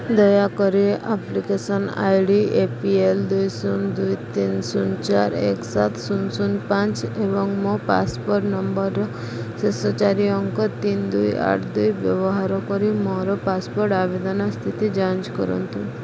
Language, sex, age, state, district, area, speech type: Odia, female, 30-45, Odisha, Subarnapur, urban, read